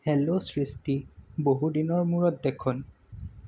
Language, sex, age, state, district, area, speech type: Assamese, male, 18-30, Assam, Jorhat, urban, read